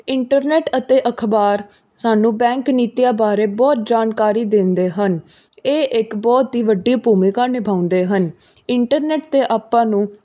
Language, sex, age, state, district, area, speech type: Punjabi, female, 18-30, Punjab, Fazilka, rural, spontaneous